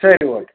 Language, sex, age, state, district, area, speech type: Tamil, male, 45-60, Tamil Nadu, Perambalur, urban, conversation